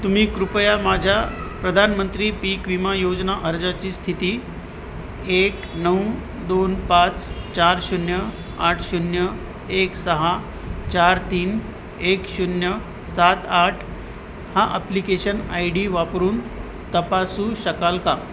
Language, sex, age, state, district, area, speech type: Marathi, male, 30-45, Maharashtra, Nanded, rural, read